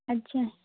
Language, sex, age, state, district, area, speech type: Hindi, female, 18-30, Madhya Pradesh, Gwalior, rural, conversation